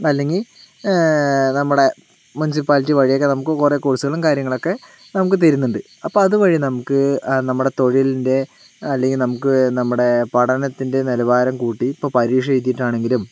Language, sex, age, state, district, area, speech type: Malayalam, male, 18-30, Kerala, Palakkad, rural, spontaneous